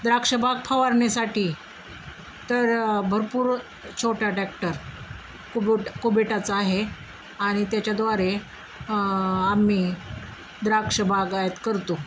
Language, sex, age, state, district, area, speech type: Marathi, female, 45-60, Maharashtra, Osmanabad, rural, spontaneous